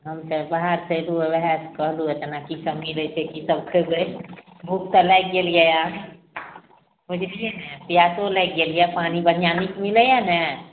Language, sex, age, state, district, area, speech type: Maithili, female, 60+, Bihar, Madhepura, urban, conversation